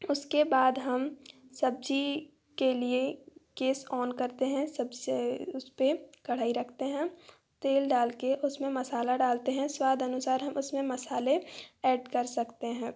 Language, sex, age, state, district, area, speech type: Hindi, female, 30-45, Madhya Pradesh, Balaghat, rural, spontaneous